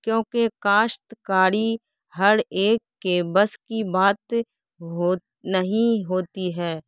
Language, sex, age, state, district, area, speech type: Urdu, female, 18-30, Bihar, Saharsa, rural, spontaneous